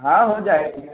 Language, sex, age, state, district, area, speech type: Urdu, male, 18-30, Uttar Pradesh, Balrampur, rural, conversation